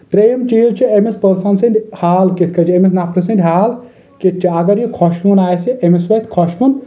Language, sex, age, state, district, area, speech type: Kashmiri, male, 18-30, Jammu and Kashmir, Kulgam, urban, spontaneous